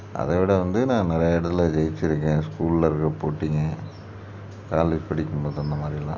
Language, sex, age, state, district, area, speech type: Tamil, male, 30-45, Tamil Nadu, Tiruchirappalli, rural, spontaneous